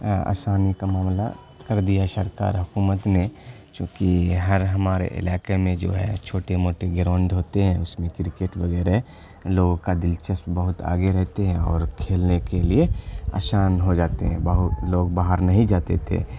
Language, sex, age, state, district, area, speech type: Urdu, male, 18-30, Bihar, Khagaria, rural, spontaneous